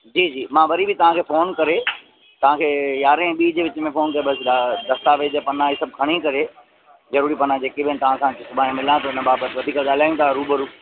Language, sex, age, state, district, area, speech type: Sindhi, male, 30-45, Maharashtra, Thane, urban, conversation